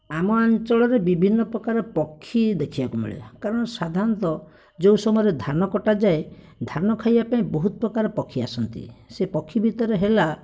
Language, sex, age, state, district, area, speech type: Odia, male, 30-45, Odisha, Bhadrak, rural, spontaneous